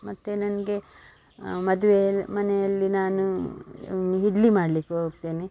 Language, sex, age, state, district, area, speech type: Kannada, female, 45-60, Karnataka, Dakshina Kannada, rural, spontaneous